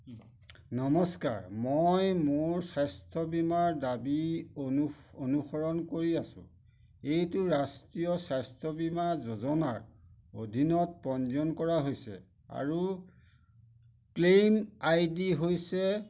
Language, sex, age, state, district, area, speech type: Assamese, male, 45-60, Assam, Majuli, rural, read